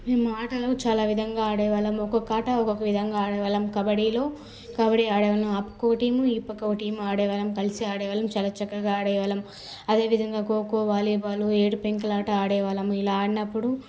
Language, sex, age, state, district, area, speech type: Telugu, female, 18-30, Andhra Pradesh, Sri Balaji, rural, spontaneous